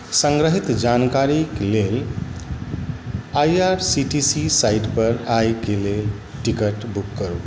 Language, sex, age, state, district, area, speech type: Maithili, male, 45-60, Bihar, Darbhanga, urban, read